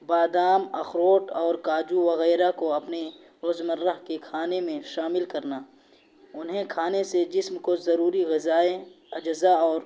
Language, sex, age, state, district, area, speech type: Urdu, male, 18-30, Uttar Pradesh, Balrampur, rural, spontaneous